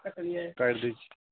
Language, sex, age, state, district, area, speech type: Maithili, male, 30-45, Bihar, Saharsa, rural, conversation